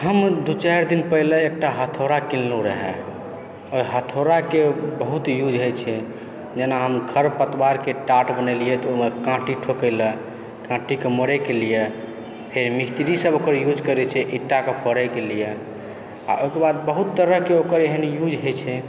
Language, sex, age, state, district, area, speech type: Maithili, male, 18-30, Bihar, Supaul, rural, spontaneous